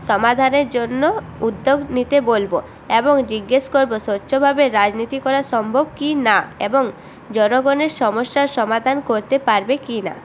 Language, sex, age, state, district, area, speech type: Bengali, female, 18-30, West Bengal, Purulia, urban, spontaneous